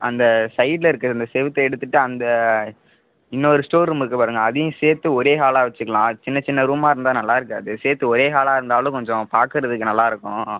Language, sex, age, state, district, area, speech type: Tamil, male, 18-30, Tamil Nadu, Ariyalur, rural, conversation